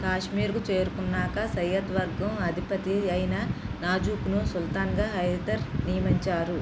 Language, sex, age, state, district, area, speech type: Telugu, female, 30-45, Andhra Pradesh, Konaseema, rural, read